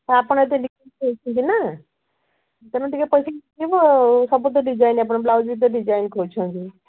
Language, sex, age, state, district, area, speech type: Odia, female, 45-60, Odisha, Puri, urban, conversation